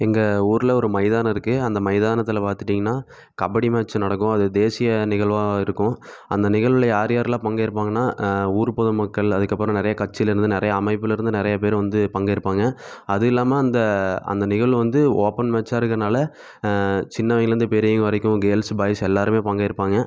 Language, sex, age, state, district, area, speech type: Tamil, male, 18-30, Tamil Nadu, Erode, rural, spontaneous